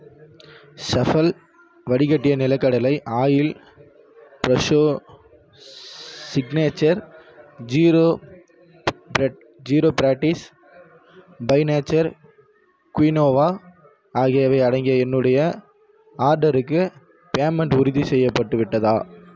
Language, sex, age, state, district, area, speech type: Tamil, male, 18-30, Tamil Nadu, Kallakurichi, rural, read